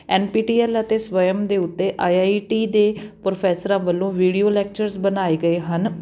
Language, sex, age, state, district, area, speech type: Punjabi, female, 30-45, Punjab, Patiala, urban, spontaneous